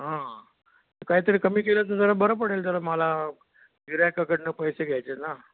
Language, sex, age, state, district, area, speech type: Marathi, male, 60+, Maharashtra, Nashik, urban, conversation